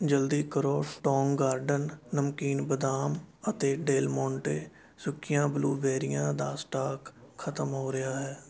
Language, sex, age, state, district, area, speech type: Punjabi, male, 18-30, Punjab, Shaheed Bhagat Singh Nagar, rural, read